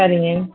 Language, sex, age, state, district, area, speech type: Tamil, female, 45-60, Tamil Nadu, Kanchipuram, urban, conversation